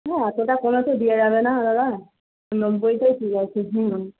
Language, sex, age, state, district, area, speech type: Bengali, female, 30-45, West Bengal, Paschim Medinipur, rural, conversation